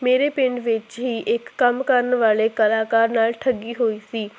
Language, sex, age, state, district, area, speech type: Punjabi, female, 18-30, Punjab, Hoshiarpur, rural, spontaneous